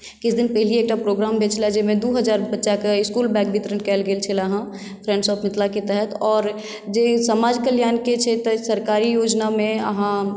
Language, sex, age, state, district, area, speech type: Maithili, female, 30-45, Bihar, Madhubani, rural, spontaneous